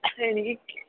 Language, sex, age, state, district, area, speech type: Malayalam, female, 18-30, Kerala, Thrissur, rural, conversation